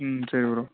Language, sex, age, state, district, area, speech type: Tamil, male, 18-30, Tamil Nadu, Nagapattinam, rural, conversation